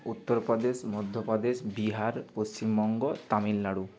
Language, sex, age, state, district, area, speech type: Bengali, male, 30-45, West Bengal, Bankura, urban, spontaneous